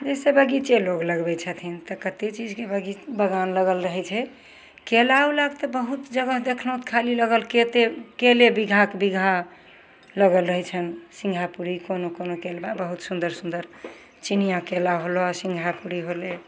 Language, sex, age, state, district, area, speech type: Maithili, female, 45-60, Bihar, Begusarai, rural, spontaneous